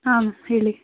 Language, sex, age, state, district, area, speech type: Kannada, female, 18-30, Karnataka, Davanagere, rural, conversation